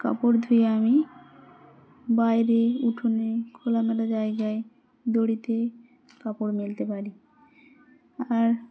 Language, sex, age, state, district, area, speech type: Bengali, female, 18-30, West Bengal, Dakshin Dinajpur, urban, spontaneous